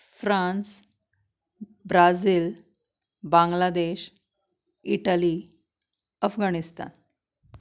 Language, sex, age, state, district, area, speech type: Goan Konkani, female, 30-45, Goa, Canacona, rural, spontaneous